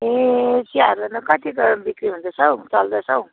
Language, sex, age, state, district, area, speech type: Nepali, female, 45-60, West Bengal, Jalpaiguri, rural, conversation